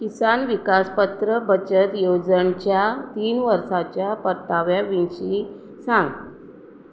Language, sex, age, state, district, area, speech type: Goan Konkani, female, 30-45, Goa, Tiswadi, rural, read